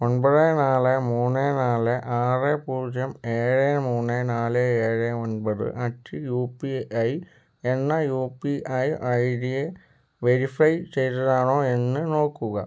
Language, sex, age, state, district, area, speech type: Malayalam, male, 18-30, Kerala, Kozhikode, urban, read